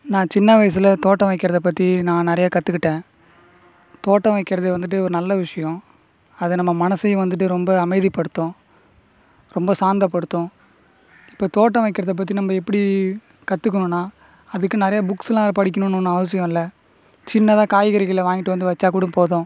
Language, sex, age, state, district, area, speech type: Tamil, male, 18-30, Tamil Nadu, Cuddalore, rural, spontaneous